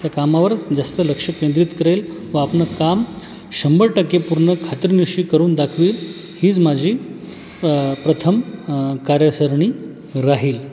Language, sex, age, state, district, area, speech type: Marathi, male, 30-45, Maharashtra, Buldhana, urban, spontaneous